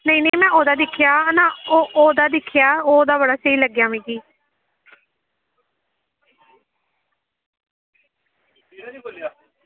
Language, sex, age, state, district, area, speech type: Dogri, female, 18-30, Jammu and Kashmir, Samba, rural, conversation